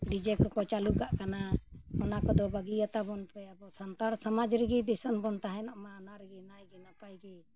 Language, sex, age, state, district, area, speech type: Santali, female, 60+, Jharkhand, Bokaro, rural, spontaneous